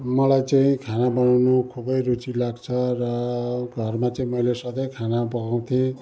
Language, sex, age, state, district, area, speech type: Nepali, male, 60+, West Bengal, Kalimpong, rural, spontaneous